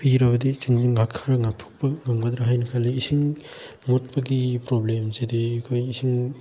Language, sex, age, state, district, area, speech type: Manipuri, male, 18-30, Manipur, Bishnupur, rural, spontaneous